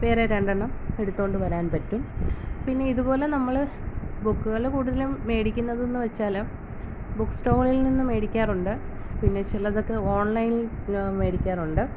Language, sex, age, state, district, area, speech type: Malayalam, female, 30-45, Kerala, Alappuzha, rural, spontaneous